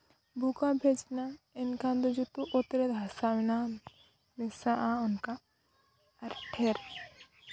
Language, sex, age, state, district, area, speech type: Santali, female, 18-30, Jharkhand, Seraikela Kharsawan, rural, spontaneous